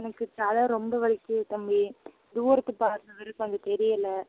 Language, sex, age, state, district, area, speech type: Tamil, female, 45-60, Tamil Nadu, Pudukkottai, rural, conversation